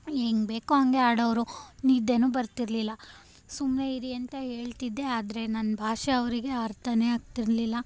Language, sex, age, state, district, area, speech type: Kannada, female, 18-30, Karnataka, Chamarajanagar, urban, spontaneous